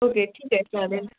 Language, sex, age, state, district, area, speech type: Marathi, female, 45-60, Maharashtra, Akola, urban, conversation